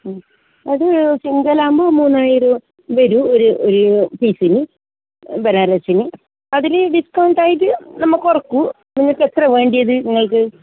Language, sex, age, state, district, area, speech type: Malayalam, female, 60+, Kerala, Kasaragod, rural, conversation